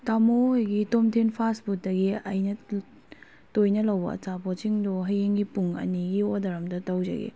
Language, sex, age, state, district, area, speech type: Manipuri, female, 18-30, Manipur, Kakching, rural, spontaneous